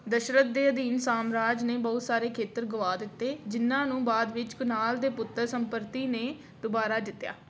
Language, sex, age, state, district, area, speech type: Punjabi, female, 18-30, Punjab, Amritsar, urban, read